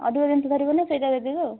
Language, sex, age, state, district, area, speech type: Odia, female, 18-30, Odisha, Kalahandi, rural, conversation